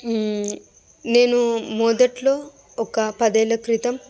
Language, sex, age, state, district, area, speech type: Telugu, female, 30-45, Telangana, Hyderabad, rural, spontaneous